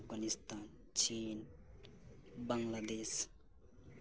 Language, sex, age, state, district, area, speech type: Santali, male, 18-30, West Bengal, Birbhum, rural, spontaneous